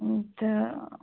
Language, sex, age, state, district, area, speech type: Kashmiri, female, 18-30, Jammu and Kashmir, Ganderbal, rural, conversation